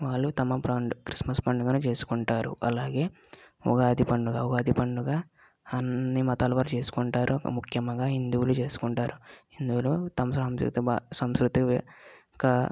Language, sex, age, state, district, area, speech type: Telugu, female, 18-30, Andhra Pradesh, West Godavari, rural, spontaneous